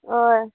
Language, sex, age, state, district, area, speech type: Goan Konkani, female, 18-30, Goa, Canacona, rural, conversation